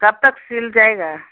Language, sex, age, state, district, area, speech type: Hindi, female, 60+, Uttar Pradesh, Chandauli, urban, conversation